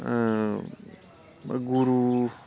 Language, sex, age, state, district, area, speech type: Bodo, male, 45-60, Assam, Baksa, urban, spontaneous